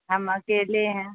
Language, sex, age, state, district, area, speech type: Urdu, female, 45-60, Bihar, Supaul, rural, conversation